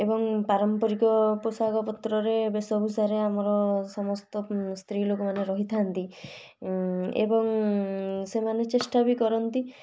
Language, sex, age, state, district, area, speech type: Odia, female, 18-30, Odisha, Kalahandi, rural, spontaneous